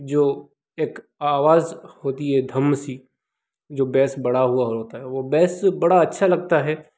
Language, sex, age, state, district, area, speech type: Hindi, male, 30-45, Madhya Pradesh, Ujjain, rural, spontaneous